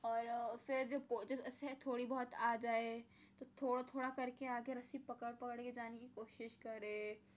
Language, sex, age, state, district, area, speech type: Urdu, female, 18-30, Delhi, Central Delhi, urban, spontaneous